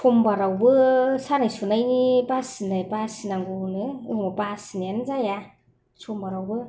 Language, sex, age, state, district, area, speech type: Bodo, female, 45-60, Assam, Kokrajhar, rural, spontaneous